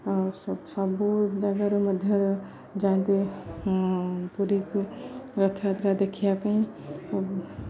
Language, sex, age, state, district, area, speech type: Odia, female, 30-45, Odisha, Jagatsinghpur, rural, spontaneous